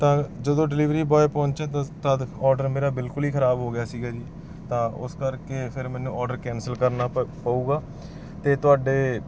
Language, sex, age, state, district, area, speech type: Punjabi, male, 45-60, Punjab, Bathinda, urban, spontaneous